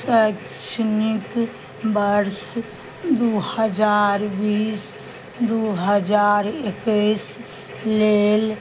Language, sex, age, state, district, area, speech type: Maithili, female, 60+, Bihar, Madhubani, rural, read